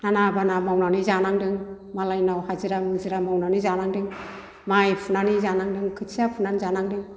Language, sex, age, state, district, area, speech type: Bodo, female, 60+, Assam, Kokrajhar, rural, spontaneous